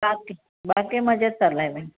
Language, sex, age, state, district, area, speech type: Marathi, female, 60+, Maharashtra, Nashik, urban, conversation